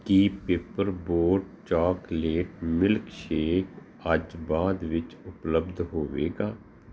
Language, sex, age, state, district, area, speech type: Punjabi, male, 45-60, Punjab, Tarn Taran, urban, read